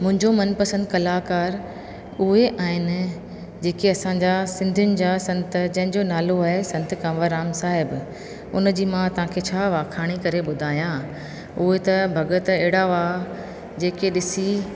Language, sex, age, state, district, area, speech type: Sindhi, female, 45-60, Rajasthan, Ajmer, urban, spontaneous